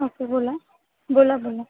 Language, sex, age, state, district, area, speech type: Marathi, female, 18-30, Maharashtra, Sindhudurg, rural, conversation